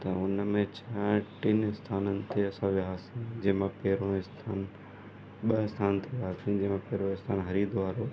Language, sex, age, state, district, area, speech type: Sindhi, male, 30-45, Gujarat, Surat, urban, spontaneous